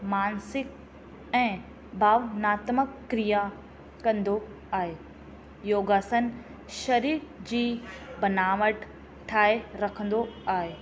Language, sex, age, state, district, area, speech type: Sindhi, female, 18-30, Rajasthan, Ajmer, urban, spontaneous